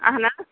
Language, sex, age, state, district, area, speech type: Kashmiri, female, 30-45, Jammu and Kashmir, Anantnag, rural, conversation